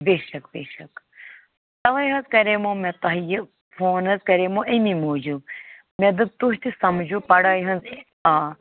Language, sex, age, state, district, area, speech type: Kashmiri, female, 45-60, Jammu and Kashmir, Bandipora, rural, conversation